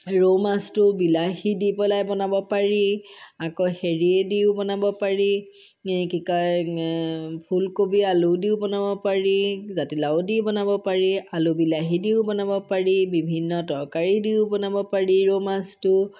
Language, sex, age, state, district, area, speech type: Assamese, female, 45-60, Assam, Sivasagar, rural, spontaneous